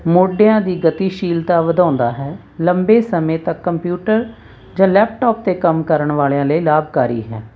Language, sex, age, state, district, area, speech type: Punjabi, female, 45-60, Punjab, Hoshiarpur, urban, spontaneous